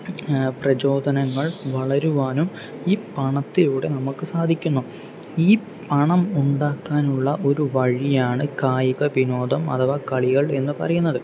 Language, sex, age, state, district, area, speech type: Malayalam, male, 18-30, Kerala, Palakkad, rural, spontaneous